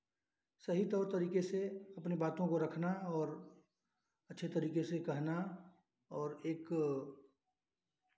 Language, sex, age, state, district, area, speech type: Hindi, male, 30-45, Uttar Pradesh, Chandauli, rural, spontaneous